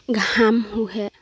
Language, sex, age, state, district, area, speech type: Assamese, female, 30-45, Assam, Sivasagar, rural, spontaneous